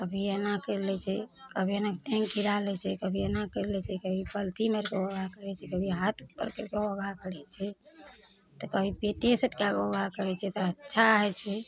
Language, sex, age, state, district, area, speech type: Maithili, female, 45-60, Bihar, Araria, rural, spontaneous